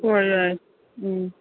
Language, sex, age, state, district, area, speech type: Manipuri, female, 45-60, Manipur, Imphal East, rural, conversation